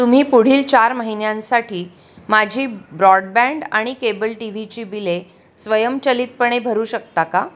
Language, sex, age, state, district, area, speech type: Marathi, female, 45-60, Maharashtra, Pune, urban, read